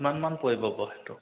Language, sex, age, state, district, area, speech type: Assamese, male, 30-45, Assam, Majuli, urban, conversation